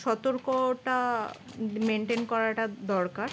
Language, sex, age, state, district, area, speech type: Bengali, female, 30-45, West Bengal, Dakshin Dinajpur, urban, spontaneous